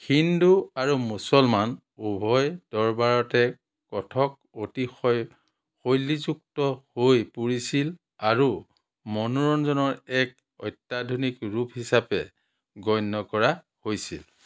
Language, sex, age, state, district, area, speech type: Assamese, male, 60+, Assam, Biswanath, rural, read